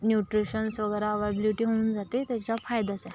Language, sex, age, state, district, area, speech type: Marathi, male, 45-60, Maharashtra, Yavatmal, rural, spontaneous